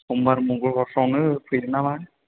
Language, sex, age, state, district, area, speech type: Bodo, male, 18-30, Assam, Chirang, urban, conversation